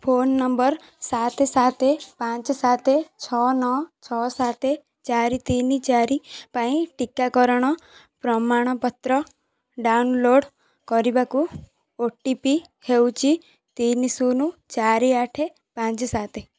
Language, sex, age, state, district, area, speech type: Odia, female, 18-30, Odisha, Kendujhar, urban, read